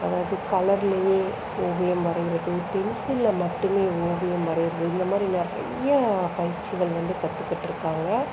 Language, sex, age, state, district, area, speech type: Tamil, female, 30-45, Tamil Nadu, Perambalur, rural, spontaneous